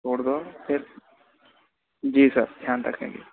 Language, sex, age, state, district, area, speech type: Hindi, male, 30-45, Madhya Pradesh, Harda, urban, conversation